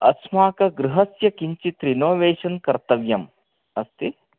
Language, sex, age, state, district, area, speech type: Sanskrit, male, 45-60, Karnataka, Chamarajanagar, urban, conversation